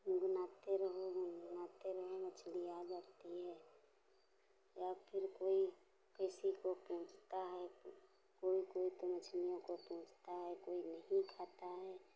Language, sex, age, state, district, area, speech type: Hindi, female, 60+, Uttar Pradesh, Hardoi, rural, spontaneous